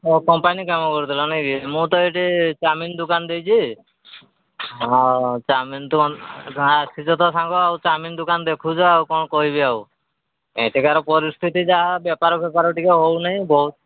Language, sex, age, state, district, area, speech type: Odia, male, 45-60, Odisha, Sambalpur, rural, conversation